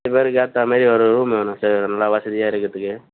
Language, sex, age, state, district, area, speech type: Tamil, male, 18-30, Tamil Nadu, Vellore, urban, conversation